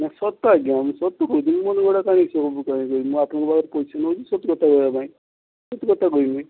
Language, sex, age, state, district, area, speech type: Odia, male, 18-30, Odisha, Balasore, rural, conversation